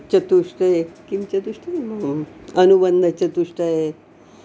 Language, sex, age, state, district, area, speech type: Sanskrit, female, 60+, Maharashtra, Nagpur, urban, spontaneous